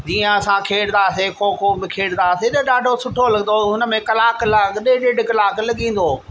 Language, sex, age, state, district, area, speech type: Sindhi, male, 60+, Delhi, South Delhi, urban, spontaneous